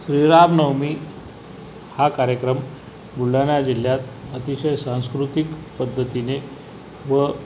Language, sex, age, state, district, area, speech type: Marathi, male, 45-60, Maharashtra, Buldhana, rural, spontaneous